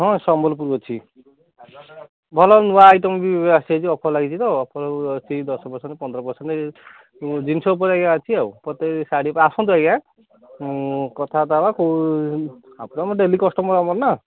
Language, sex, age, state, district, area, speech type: Odia, male, 30-45, Odisha, Kendujhar, urban, conversation